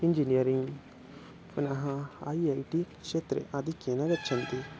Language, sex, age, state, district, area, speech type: Sanskrit, male, 18-30, Odisha, Bhadrak, rural, spontaneous